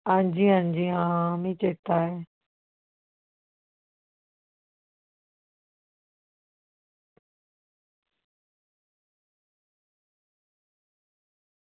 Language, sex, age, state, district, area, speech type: Dogri, female, 30-45, Jammu and Kashmir, Reasi, urban, conversation